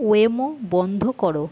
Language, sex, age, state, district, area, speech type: Bengali, female, 60+, West Bengal, Jhargram, rural, read